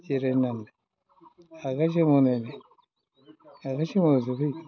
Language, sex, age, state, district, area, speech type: Bodo, male, 60+, Assam, Udalguri, rural, spontaneous